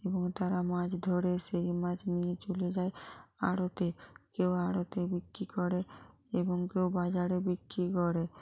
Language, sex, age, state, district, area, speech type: Bengali, female, 45-60, West Bengal, North 24 Parganas, rural, spontaneous